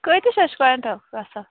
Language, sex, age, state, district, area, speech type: Kashmiri, female, 18-30, Jammu and Kashmir, Bandipora, rural, conversation